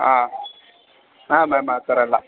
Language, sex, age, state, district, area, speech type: Kannada, male, 18-30, Karnataka, Bangalore Urban, urban, conversation